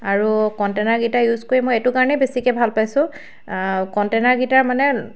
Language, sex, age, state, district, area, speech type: Assamese, female, 30-45, Assam, Sivasagar, rural, spontaneous